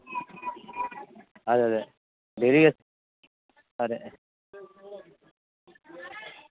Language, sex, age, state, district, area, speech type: Telugu, male, 30-45, Telangana, Jangaon, rural, conversation